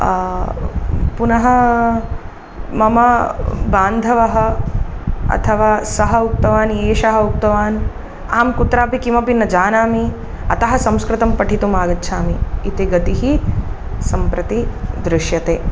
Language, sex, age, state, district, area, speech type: Sanskrit, female, 30-45, Tamil Nadu, Chennai, urban, spontaneous